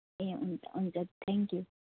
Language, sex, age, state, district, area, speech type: Nepali, female, 18-30, West Bengal, Kalimpong, rural, conversation